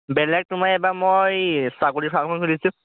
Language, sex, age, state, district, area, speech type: Assamese, male, 18-30, Assam, Majuli, urban, conversation